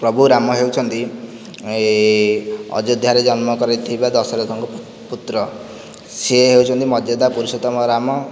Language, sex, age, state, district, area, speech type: Odia, male, 18-30, Odisha, Nayagarh, rural, spontaneous